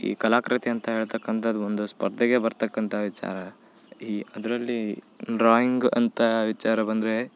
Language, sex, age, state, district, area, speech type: Kannada, male, 18-30, Karnataka, Uttara Kannada, rural, spontaneous